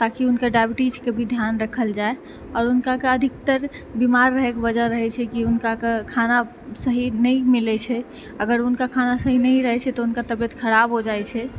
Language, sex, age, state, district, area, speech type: Maithili, female, 18-30, Bihar, Purnia, rural, spontaneous